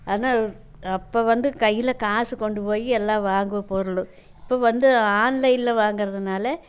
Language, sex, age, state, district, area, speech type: Tamil, female, 60+, Tamil Nadu, Coimbatore, rural, spontaneous